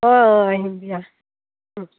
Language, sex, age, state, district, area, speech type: Assamese, female, 30-45, Assam, Udalguri, rural, conversation